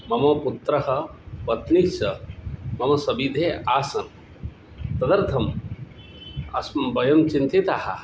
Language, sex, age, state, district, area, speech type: Sanskrit, male, 45-60, Odisha, Cuttack, rural, spontaneous